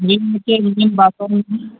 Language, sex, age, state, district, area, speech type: Urdu, male, 18-30, Bihar, Araria, rural, conversation